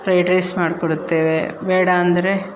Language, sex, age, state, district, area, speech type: Kannada, female, 45-60, Karnataka, Bangalore Rural, rural, spontaneous